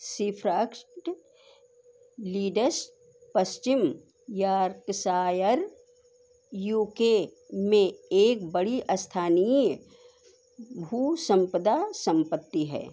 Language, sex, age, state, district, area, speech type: Hindi, female, 60+, Uttar Pradesh, Sitapur, rural, read